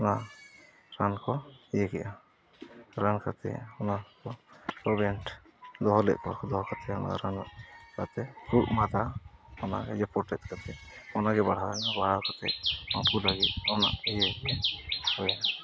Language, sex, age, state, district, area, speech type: Santali, male, 30-45, Jharkhand, East Singhbhum, rural, spontaneous